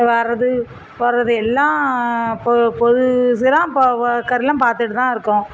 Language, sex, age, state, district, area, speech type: Tamil, female, 45-60, Tamil Nadu, Thoothukudi, rural, spontaneous